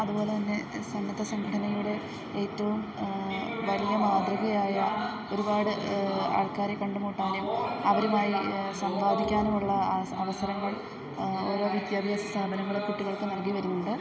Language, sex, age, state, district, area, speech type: Malayalam, female, 30-45, Kerala, Idukki, rural, spontaneous